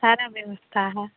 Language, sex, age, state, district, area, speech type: Hindi, female, 30-45, Bihar, Samastipur, rural, conversation